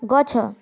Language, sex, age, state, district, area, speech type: Odia, female, 18-30, Odisha, Bargarh, urban, read